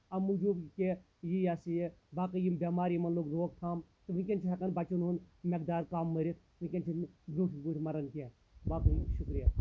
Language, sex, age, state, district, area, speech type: Kashmiri, male, 45-60, Jammu and Kashmir, Anantnag, rural, spontaneous